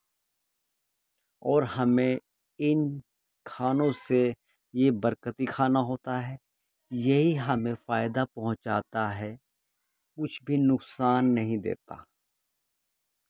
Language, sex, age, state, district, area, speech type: Urdu, male, 30-45, Uttar Pradesh, Muzaffarnagar, urban, spontaneous